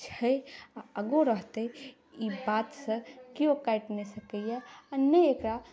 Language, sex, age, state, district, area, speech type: Maithili, female, 18-30, Bihar, Saharsa, urban, spontaneous